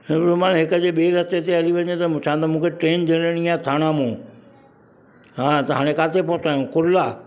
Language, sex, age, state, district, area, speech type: Sindhi, male, 60+, Maharashtra, Mumbai Suburban, urban, spontaneous